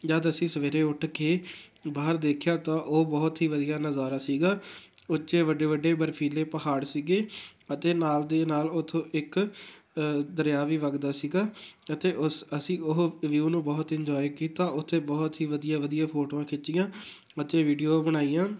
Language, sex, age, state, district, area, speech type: Punjabi, male, 18-30, Punjab, Tarn Taran, rural, spontaneous